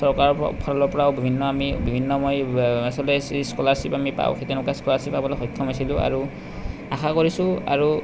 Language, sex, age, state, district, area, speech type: Assamese, male, 30-45, Assam, Nalbari, rural, spontaneous